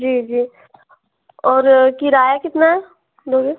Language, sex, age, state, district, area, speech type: Hindi, female, 18-30, Madhya Pradesh, Betul, rural, conversation